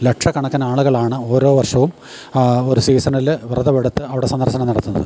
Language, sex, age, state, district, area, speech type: Malayalam, male, 60+, Kerala, Idukki, rural, spontaneous